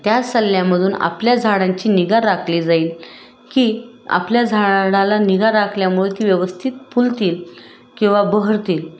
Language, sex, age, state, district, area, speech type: Marathi, female, 30-45, Maharashtra, Osmanabad, rural, spontaneous